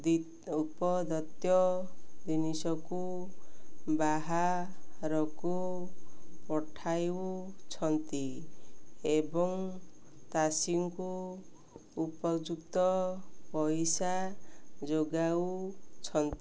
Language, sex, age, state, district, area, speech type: Odia, female, 45-60, Odisha, Ganjam, urban, spontaneous